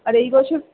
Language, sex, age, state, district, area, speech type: Bengali, female, 18-30, West Bengal, Purba Bardhaman, urban, conversation